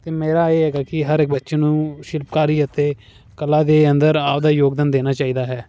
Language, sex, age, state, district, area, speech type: Punjabi, male, 18-30, Punjab, Fazilka, rural, spontaneous